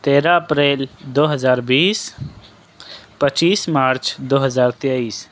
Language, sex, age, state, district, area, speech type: Urdu, male, 18-30, Delhi, East Delhi, urban, spontaneous